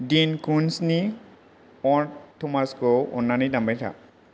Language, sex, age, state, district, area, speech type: Bodo, male, 18-30, Assam, Kokrajhar, rural, read